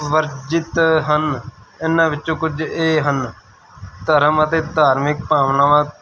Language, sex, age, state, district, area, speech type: Punjabi, male, 30-45, Punjab, Mansa, urban, spontaneous